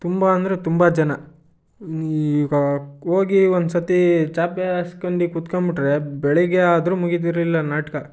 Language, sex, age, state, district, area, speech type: Kannada, male, 18-30, Karnataka, Chitradurga, rural, spontaneous